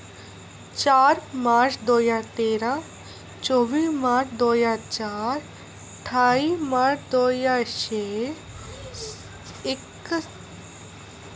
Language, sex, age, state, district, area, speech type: Dogri, female, 18-30, Jammu and Kashmir, Reasi, urban, spontaneous